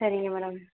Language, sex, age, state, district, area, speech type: Tamil, female, 60+, Tamil Nadu, Sivaganga, rural, conversation